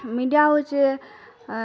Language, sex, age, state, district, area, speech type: Odia, female, 18-30, Odisha, Bargarh, rural, spontaneous